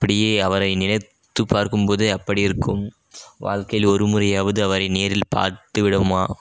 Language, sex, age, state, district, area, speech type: Tamil, male, 18-30, Tamil Nadu, Dharmapuri, urban, spontaneous